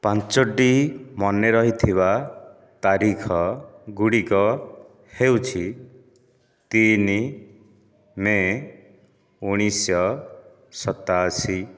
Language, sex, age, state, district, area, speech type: Odia, male, 30-45, Odisha, Nayagarh, rural, spontaneous